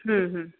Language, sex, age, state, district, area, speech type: Kannada, female, 30-45, Karnataka, Mysore, urban, conversation